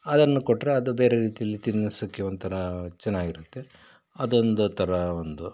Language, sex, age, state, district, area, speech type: Kannada, male, 45-60, Karnataka, Bangalore Rural, rural, spontaneous